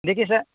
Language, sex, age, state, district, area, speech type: Urdu, male, 18-30, Uttar Pradesh, Saharanpur, urban, conversation